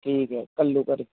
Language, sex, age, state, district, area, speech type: Punjabi, male, 18-30, Punjab, Gurdaspur, urban, conversation